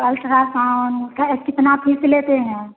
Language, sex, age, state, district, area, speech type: Hindi, female, 18-30, Bihar, Samastipur, rural, conversation